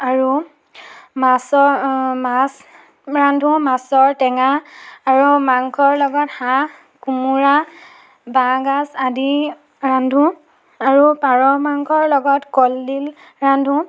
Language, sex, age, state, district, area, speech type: Assamese, female, 18-30, Assam, Dhemaji, rural, spontaneous